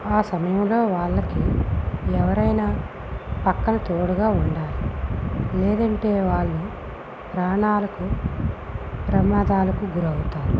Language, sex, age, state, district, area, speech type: Telugu, female, 18-30, Andhra Pradesh, Visakhapatnam, rural, spontaneous